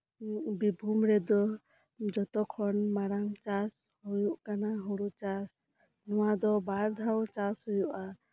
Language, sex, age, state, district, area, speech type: Santali, female, 30-45, West Bengal, Birbhum, rural, spontaneous